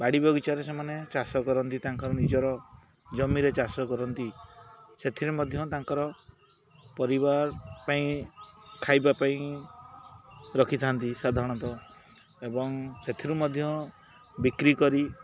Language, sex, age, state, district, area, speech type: Odia, male, 30-45, Odisha, Jagatsinghpur, urban, spontaneous